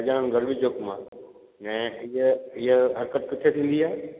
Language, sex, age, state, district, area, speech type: Sindhi, male, 45-60, Gujarat, Junagadh, urban, conversation